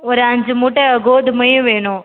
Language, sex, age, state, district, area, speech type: Tamil, female, 18-30, Tamil Nadu, Cuddalore, rural, conversation